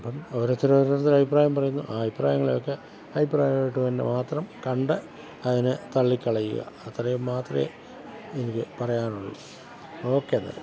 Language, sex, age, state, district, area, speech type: Malayalam, male, 60+, Kerala, Pathanamthitta, rural, spontaneous